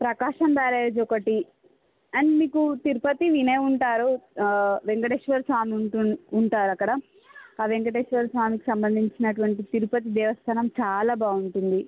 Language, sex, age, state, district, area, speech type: Telugu, female, 45-60, Andhra Pradesh, Visakhapatnam, urban, conversation